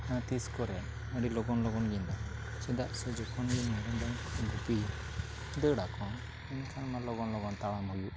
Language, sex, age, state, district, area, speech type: Santali, male, 30-45, Jharkhand, East Singhbhum, rural, spontaneous